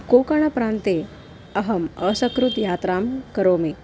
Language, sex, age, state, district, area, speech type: Sanskrit, female, 30-45, Maharashtra, Nagpur, urban, spontaneous